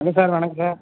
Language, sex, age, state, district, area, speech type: Tamil, male, 18-30, Tamil Nadu, Sivaganga, rural, conversation